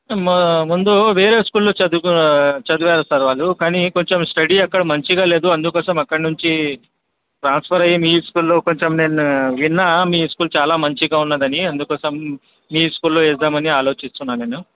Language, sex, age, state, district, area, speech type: Telugu, male, 30-45, Andhra Pradesh, Krishna, urban, conversation